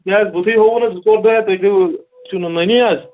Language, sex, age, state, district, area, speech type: Kashmiri, male, 45-60, Jammu and Kashmir, Kulgam, urban, conversation